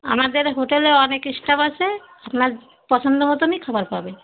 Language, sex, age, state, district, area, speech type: Bengali, female, 45-60, West Bengal, Darjeeling, urban, conversation